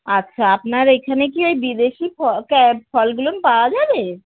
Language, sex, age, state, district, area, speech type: Bengali, female, 45-60, West Bengal, Howrah, urban, conversation